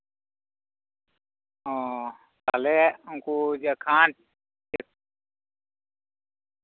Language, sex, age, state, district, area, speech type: Santali, male, 45-60, West Bengal, Bankura, rural, conversation